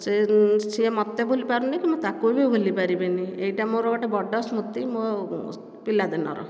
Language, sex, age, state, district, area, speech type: Odia, female, 45-60, Odisha, Dhenkanal, rural, spontaneous